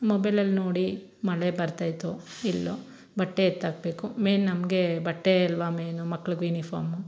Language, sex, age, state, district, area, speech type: Kannada, female, 30-45, Karnataka, Bangalore Rural, rural, spontaneous